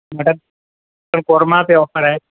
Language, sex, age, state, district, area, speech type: Urdu, male, 30-45, Delhi, South Delhi, urban, conversation